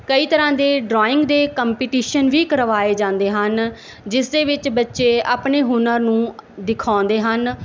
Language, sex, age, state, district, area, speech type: Punjabi, female, 30-45, Punjab, Barnala, urban, spontaneous